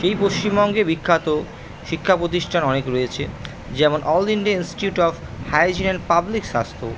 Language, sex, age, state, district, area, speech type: Bengali, female, 30-45, West Bengal, Purba Bardhaman, urban, spontaneous